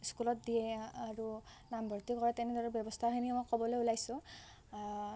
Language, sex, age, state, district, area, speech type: Assamese, female, 18-30, Assam, Nalbari, rural, spontaneous